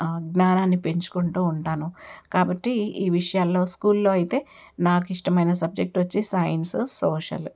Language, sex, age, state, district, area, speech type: Telugu, female, 60+, Telangana, Ranga Reddy, rural, spontaneous